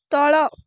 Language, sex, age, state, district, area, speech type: Odia, female, 18-30, Odisha, Rayagada, rural, read